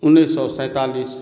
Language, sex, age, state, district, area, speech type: Maithili, male, 45-60, Bihar, Madhubani, urban, spontaneous